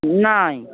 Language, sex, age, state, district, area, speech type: Hindi, female, 60+, Bihar, Muzaffarpur, rural, conversation